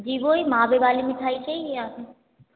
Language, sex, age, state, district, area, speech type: Hindi, female, 45-60, Madhya Pradesh, Hoshangabad, rural, conversation